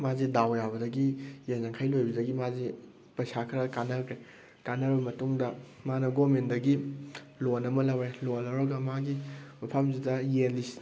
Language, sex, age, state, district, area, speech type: Manipuri, male, 18-30, Manipur, Thoubal, rural, spontaneous